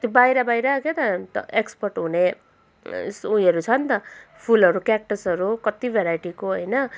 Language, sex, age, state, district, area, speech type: Nepali, female, 18-30, West Bengal, Kalimpong, rural, spontaneous